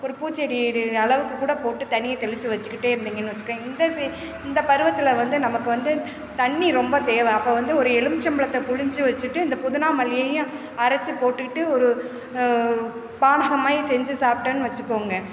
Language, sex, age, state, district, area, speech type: Tamil, female, 30-45, Tamil Nadu, Perambalur, rural, spontaneous